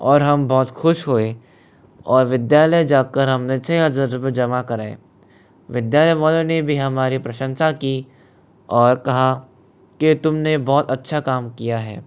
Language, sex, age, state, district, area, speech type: Hindi, male, 60+, Rajasthan, Jaipur, urban, spontaneous